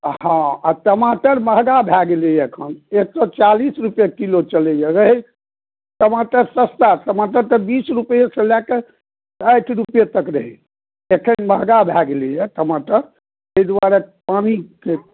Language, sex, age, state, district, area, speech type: Maithili, male, 45-60, Bihar, Supaul, urban, conversation